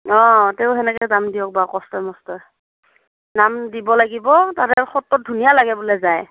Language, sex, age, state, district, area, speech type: Assamese, female, 30-45, Assam, Morigaon, rural, conversation